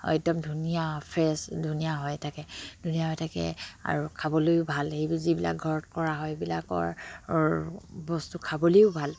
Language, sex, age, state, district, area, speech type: Assamese, female, 45-60, Assam, Dibrugarh, rural, spontaneous